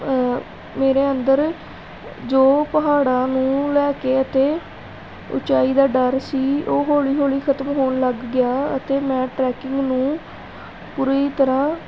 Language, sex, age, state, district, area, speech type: Punjabi, female, 18-30, Punjab, Pathankot, urban, spontaneous